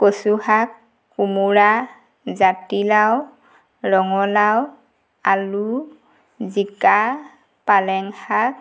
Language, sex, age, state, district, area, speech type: Assamese, female, 30-45, Assam, Golaghat, urban, spontaneous